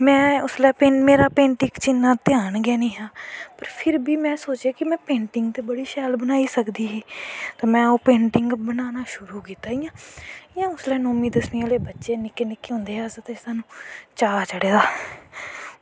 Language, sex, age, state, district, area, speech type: Dogri, female, 18-30, Jammu and Kashmir, Kathua, rural, spontaneous